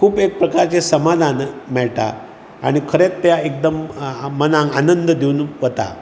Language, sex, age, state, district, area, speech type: Goan Konkani, male, 60+, Goa, Bardez, urban, spontaneous